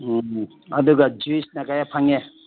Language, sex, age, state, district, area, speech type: Manipuri, male, 60+, Manipur, Senapati, urban, conversation